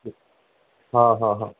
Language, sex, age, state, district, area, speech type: Sindhi, male, 45-60, Madhya Pradesh, Katni, rural, conversation